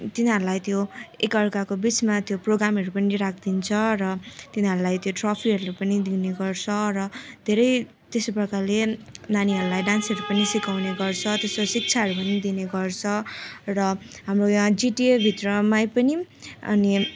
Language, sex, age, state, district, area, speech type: Nepali, female, 18-30, West Bengal, Darjeeling, rural, spontaneous